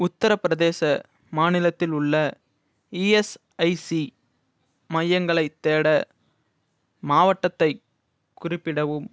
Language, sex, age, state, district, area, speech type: Tamil, male, 45-60, Tamil Nadu, Ariyalur, rural, read